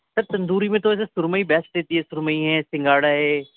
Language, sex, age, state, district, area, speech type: Urdu, male, 30-45, Delhi, Central Delhi, urban, conversation